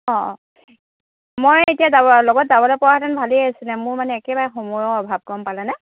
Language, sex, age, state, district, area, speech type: Assamese, female, 60+, Assam, Lakhimpur, urban, conversation